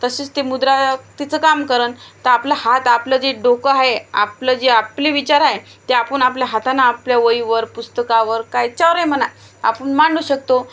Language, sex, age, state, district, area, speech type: Marathi, female, 30-45, Maharashtra, Washim, urban, spontaneous